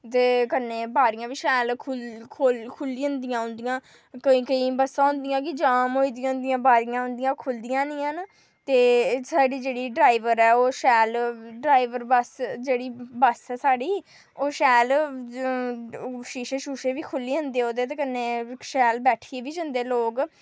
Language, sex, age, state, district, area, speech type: Dogri, female, 18-30, Jammu and Kashmir, Jammu, rural, spontaneous